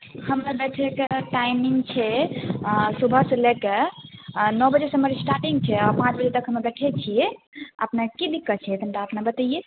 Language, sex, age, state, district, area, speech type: Maithili, female, 18-30, Bihar, Purnia, rural, conversation